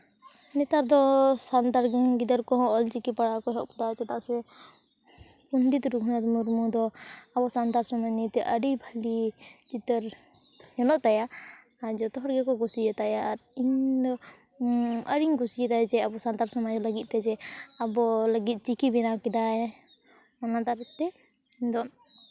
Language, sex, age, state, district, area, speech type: Santali, female, 18-30, West Bengal, Purulia, rural, spontaneous